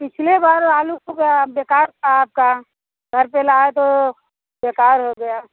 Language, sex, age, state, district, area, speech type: Hindi, female, 30-45, Uttar Pradesh, Bhadohi, rural, conversation